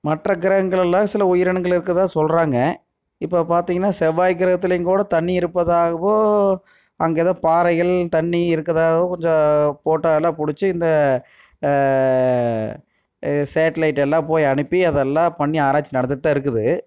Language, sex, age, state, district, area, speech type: Tamil, male, 30-45, Tamil Nadu, Erode, rural, spontaneous